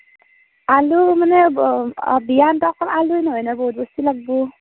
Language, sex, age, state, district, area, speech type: Assamese, female, 30-45, Assam, Darrang, rural, conversation